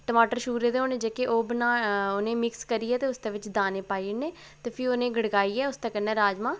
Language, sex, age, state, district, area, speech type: Dogri, female, 30-45, Jammu and Kashmir, Udhampur, urban, spontaneous